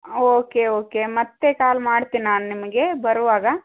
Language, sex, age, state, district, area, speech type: Kannada, female, 18-30, Karnataka, Koppal, rural, conversation